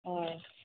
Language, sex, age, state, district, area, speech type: Goan Konkani, female, 30-45, Goa, Salcete, rural, conversation